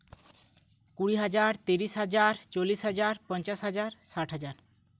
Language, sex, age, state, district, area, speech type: Santali, male, 18-30, West Bengal, Purba Bardhaman, rural, spontaneous